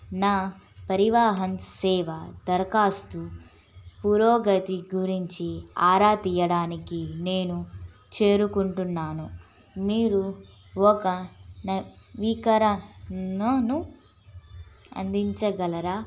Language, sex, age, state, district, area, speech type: Telugu, female, 18-30, Andhra Pradesh, N T Rama Rao, urban, read